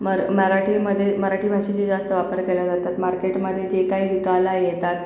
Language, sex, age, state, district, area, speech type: Marathi, female, 45-60, Maharashtra, Akola, urban, spontaneous